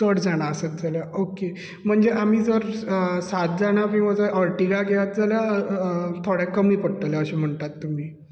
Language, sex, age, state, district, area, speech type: Goan Konkani, male, 30-45, Goa, Bardez, urban, spontaneous